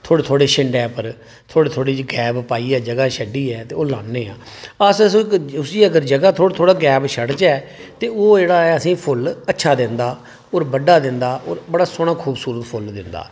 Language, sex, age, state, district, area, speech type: Dogri, male, 45-60, Jammu and Kashmir, Reasi, urban, spontaneous